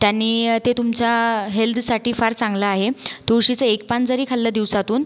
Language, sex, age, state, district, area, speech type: Marathi, female, 30-45, Maharashtra, Buldhana, rural, spontaneous